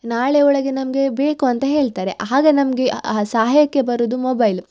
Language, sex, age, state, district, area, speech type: Kannada, female, 18-30, Karnataka, Udupi, rural, spontaneous